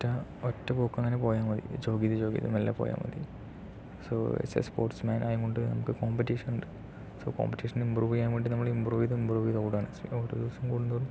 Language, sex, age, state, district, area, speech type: Malayalam, male, 18-30, Kerala, Palakkad, rural, spontaneous